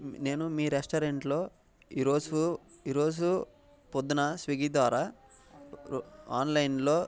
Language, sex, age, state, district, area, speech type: Telugu, male, 18-30, Andhra Pradesh, Bapatla, rural, spontaneous